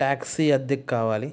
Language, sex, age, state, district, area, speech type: Telugu, male, 18-30, Andhra Pradesh, West Godavari, rural, spontaneous